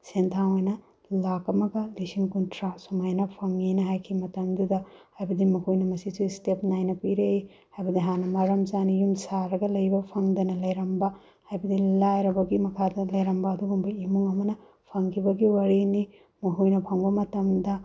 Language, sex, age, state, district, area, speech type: Manipuri, female, 30-45, Manipur, Bishnupur, rural, spontaneous